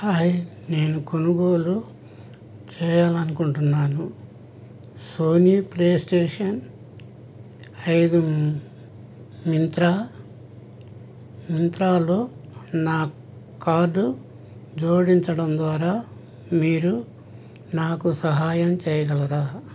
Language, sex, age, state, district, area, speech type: Telugu, male, 60+, Andhra Pradesh, N T Rama Rao, urban, read